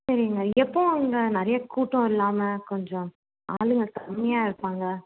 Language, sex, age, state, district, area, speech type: Tamil, female, 18-30, Tamil Nadu, Salem, urban, conversation